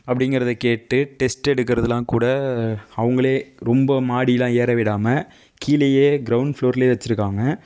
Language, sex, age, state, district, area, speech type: Tamil, male, 60+, Tamil Nadu, Tiruvarur, urban, spontaneous